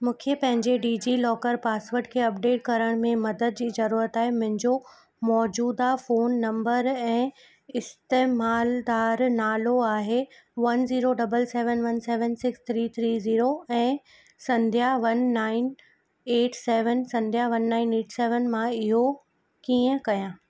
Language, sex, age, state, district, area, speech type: Sindhi, female, 18-30, Gujarat, Kutch, urban, read